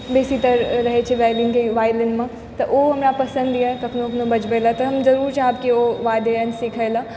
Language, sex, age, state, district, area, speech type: Maithili, female, 18-30, Bihar, Supaul, urban, spontaneous